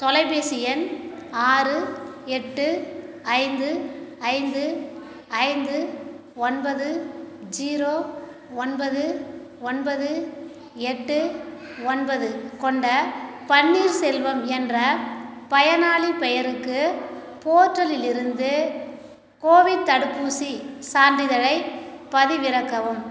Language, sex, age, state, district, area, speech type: Tamil, female, 60+, Tamil Nadu, Cuddalore, rural, read